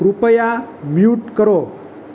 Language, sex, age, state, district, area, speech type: Gujarati, male, 30-45, Gujarat, Surat, urban, read